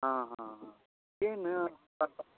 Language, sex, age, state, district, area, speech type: Kannada, male, 30-45, Karnataka, Raichur, rural, conversation